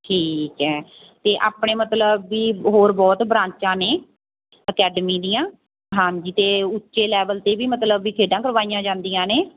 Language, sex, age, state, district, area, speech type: Punjabi, female, 30-45, Punjab, Mansa, rural, conversation